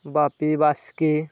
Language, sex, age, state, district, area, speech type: Santali, male, 18-30, West Bengal, Purba Bardhaman, rural, spontaneous